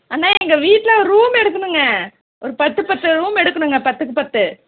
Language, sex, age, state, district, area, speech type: Tamil, female, 30-45, Tamil Nadu, Coimbatore, rural, conversation